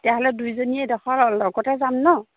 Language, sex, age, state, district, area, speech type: Assamese, female, 30-45, Assam, Charaideo, rural, conversation